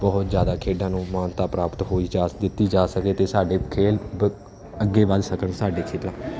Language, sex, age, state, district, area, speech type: Punjabi, male, 18-30, Punjab, Kapurthala, urban, spontaneous